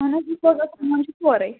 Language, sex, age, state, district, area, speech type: Kashmiri, female, 18-30, Jammu and Kashmir, Srinagar, urban, conversation